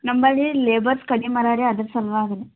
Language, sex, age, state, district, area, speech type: Kannada, female, 18-30, Karnataka, Gulbarga, urban, conversation